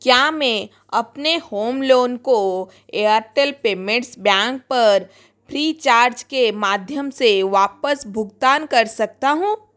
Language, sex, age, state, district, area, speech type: Hindi, female, 30-45, Rajasthan, Jodhpur, rural, read